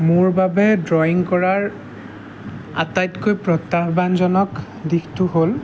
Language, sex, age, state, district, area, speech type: Assamese, male, 18-30, Assam, Jorhat, urban, spontaneous